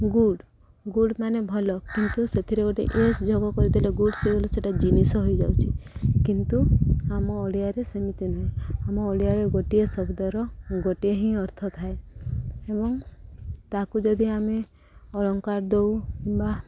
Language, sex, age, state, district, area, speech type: Odia, female, 30-45, Odisha, Subarnapur, urban, spontaneous